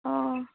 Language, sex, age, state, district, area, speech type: Assamese, female, 18-30, Assam, Dhemaji, rural, conversation